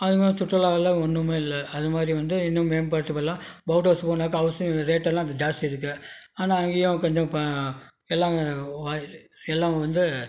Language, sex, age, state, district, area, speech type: Tamil, male, 30-45, Tamil Nadu, Krishnagiri, rural, spontaneous